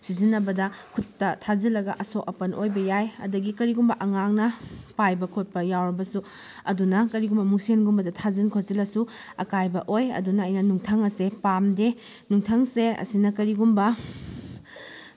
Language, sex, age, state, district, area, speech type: Manipuri, female, 30-45, Manipur, Kakching, rural, spontaneous